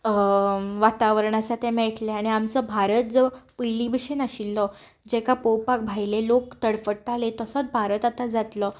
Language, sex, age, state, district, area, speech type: Goan Konkani, female, 18-30, Goa, Ponda, rural, spontaneous